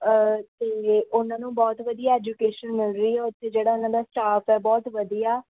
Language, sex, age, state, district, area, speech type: Punjabi, female, 18-30, Punjab, Mansa, rural, conversation